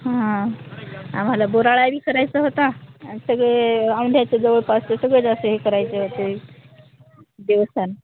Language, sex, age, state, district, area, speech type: Marathi, female, 30-45, Maharashtra, Hingoli, urban, conversation